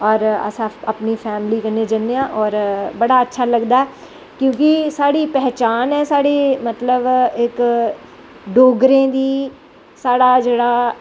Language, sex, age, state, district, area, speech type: Dogri, female, 45-60, Jammu and Kashmir, Jammu, rural, spontaneous